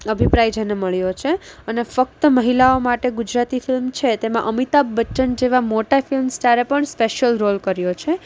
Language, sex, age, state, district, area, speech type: Gujarati, female, 18-30, Gujarat, Junagadh, urban, spontaneous